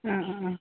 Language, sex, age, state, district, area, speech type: Malayalam, female, 18-30, Kerala, Wayanad, rural, conversation